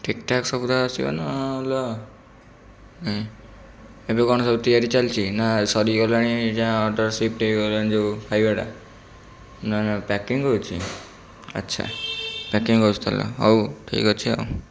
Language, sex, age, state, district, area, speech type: Odia, male, 18-30, Odisha, Bhadrak, rural, spontaneous